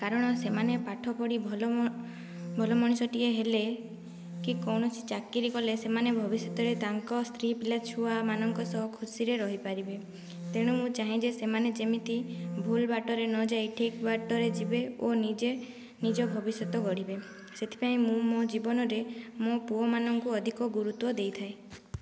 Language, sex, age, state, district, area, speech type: Odia, female, 45-60, Odisha, Kandhamal, rural, spontaneous